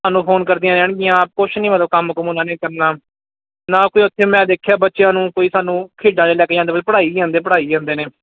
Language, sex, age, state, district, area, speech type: Punjabi, male, 18-30, Punjab, Ludhiana, urban, conversation